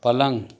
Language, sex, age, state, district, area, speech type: Hindi, male, 30-45, Uttar Pradesh, Chandauli, urban, read